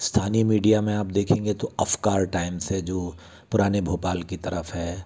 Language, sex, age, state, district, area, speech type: Hindi, male, 60+, Madhya Pradesh, Bhopal, urban, spontaneous